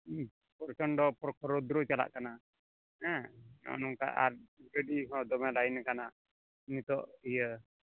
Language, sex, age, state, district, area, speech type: Santali, male, 45-60, West Bengal, Malda, rural, conversation